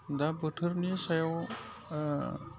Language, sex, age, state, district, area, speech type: Bodo, male, 30-45, Assam, Udalguri, rural, spontaneous